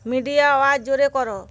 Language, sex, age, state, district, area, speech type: Bengali, female, 30-45, West Bengal, Paschim Medinipur, rural, read